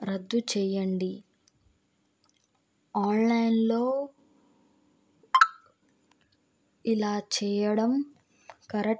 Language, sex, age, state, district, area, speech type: Telugu, female, 18-30, Andhra Pradesh, Krishna, rural, spontaneous